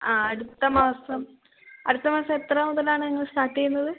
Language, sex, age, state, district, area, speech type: Malayalam, female, 18-30, Kerala, Kozhikode, urban, conversation